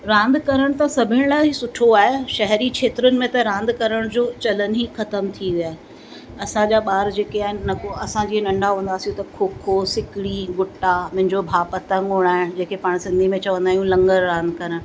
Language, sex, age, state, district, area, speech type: Sindhi, female, 45-60, Uttar Pradesh, Lucknow, rural, spontaneous